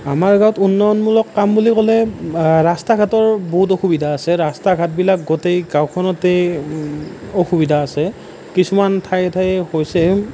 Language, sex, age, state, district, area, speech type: Assamese, male, 18-30, Assam, Nalbari, rural, spontaneous